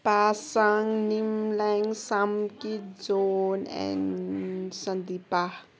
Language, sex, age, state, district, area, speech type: Nepali, female, 18-30, West Bengal, Kalimpong, rural, spontaneous